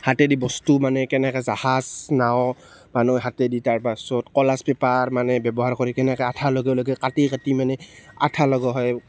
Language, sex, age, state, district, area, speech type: Assamese, male, 18-30, Assam, Biswanath, rural, spontaneous